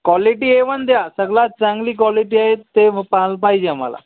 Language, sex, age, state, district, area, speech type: Marathi, male, 18-30, Maharashtra, Nanded, urban, conversation